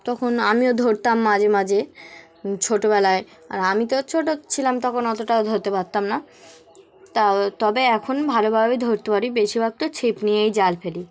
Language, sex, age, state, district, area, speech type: Bengali, female, 18-30, West Bengal, Dakshin Dinajpur, urban, spontaneous